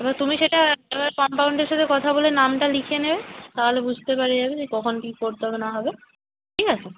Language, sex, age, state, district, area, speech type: Bengali, female, 18-30, West Bengal, Purba Medinipur, rural, conversation